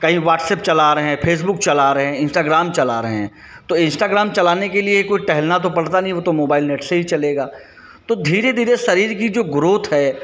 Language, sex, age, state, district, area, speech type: Hindi, male, 30-45, Uttar Pradesh, Hardoi, rural, spontaneous